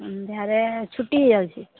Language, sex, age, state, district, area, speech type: Odia, female, 18-30, Odisha, Subarnapur, urban, conversation